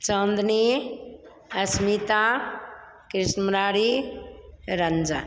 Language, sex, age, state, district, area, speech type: Hindi, female, 60+, Bihar, Begusarai, rural, spontaneous